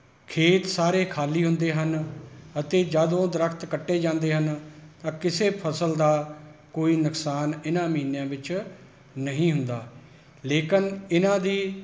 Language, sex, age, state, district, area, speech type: Punjabi, male, 60+, Punjab, Rupnagar, rural, spontaneous